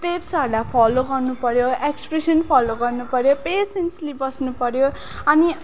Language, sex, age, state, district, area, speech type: Nepali, female, 18-30, West Bengal, Darjeeling, rural, spontaneous